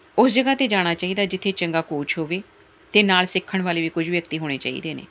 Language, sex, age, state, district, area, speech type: Punjabi, female, 45-60, Punjab, Ludhiana, urban, spontaneous